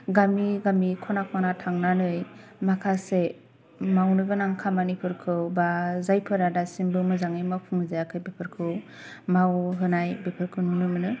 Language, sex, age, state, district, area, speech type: Bodo, female, 18-30, Assam, Kokrajhar, rural, spontaneous